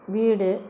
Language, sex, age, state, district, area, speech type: Tamil, female, 60+, Tamil Nadu, Krishnagiri, rural, read